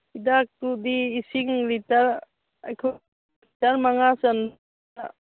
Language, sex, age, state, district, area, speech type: Manipuri, female, 60+, Manipur, Churachandpur, urban, conversation